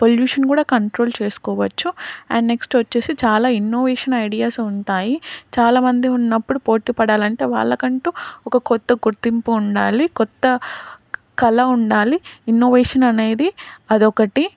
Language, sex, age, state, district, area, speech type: Telugu, female, 18-30, Telangana, Karimnagar, urban, spontaneous